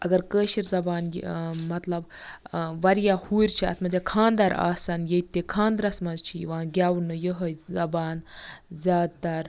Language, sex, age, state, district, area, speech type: Kashmiri, female, 18-30, Jammu and Kashmir, Baramulla, rural, spontaneous